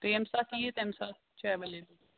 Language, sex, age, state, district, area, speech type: Kashmiri, female, 18-30, Jammu and Kashmir, Kulgam, rural, conversation